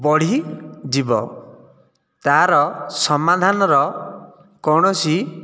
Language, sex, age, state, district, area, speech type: Odia, male, 30-45, Odisha, Nayagarh, rural, spontaneous